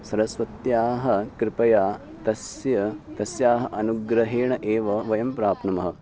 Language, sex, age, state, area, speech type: Sanskrit, male, 18-30, Uttarakhand, urban, spontaneous